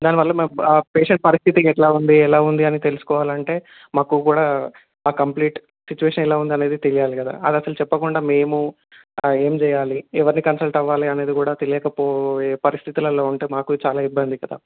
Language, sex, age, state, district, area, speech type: Telugu, male, 30-45, Telangana, Peddapalli, rural, conversation